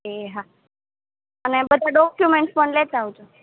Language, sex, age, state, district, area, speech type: Gujarati, female, 30-45, Gujarat, Morbi, rural, conversation